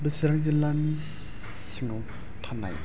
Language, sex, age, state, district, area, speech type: Bodo, male, 18-30, Assam, Chirang, rural, spontaneous